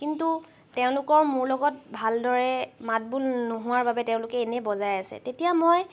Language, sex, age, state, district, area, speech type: Assamese, female, 18-30, Assam, Charaideo, urban, spontaneous